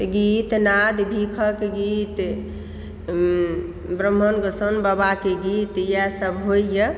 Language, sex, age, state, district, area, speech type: Maithili, female, 60+, Bihar, Supaul, rural, spontaneous